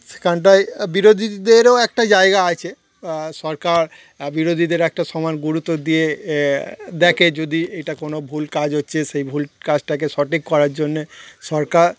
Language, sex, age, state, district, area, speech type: Bengali, male, 30-45, West Bengal, Darjeeling, urban, spontaneous